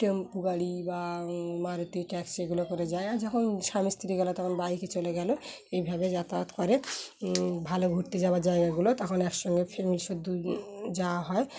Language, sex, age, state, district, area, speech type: Bengali, female, 30-45, West Bengal, Dakshin Dinajpur, urban, spontaneous